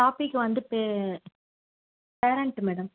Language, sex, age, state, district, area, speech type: Tamil, female, 30-45, Tamil Nadu, Chengalpattu, urban, conversation